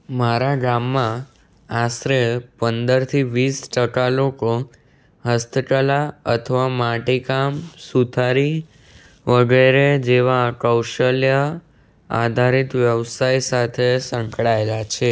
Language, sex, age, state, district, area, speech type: Gujarati, male, 18-30, Gujarat, Anand, rural, spontaneous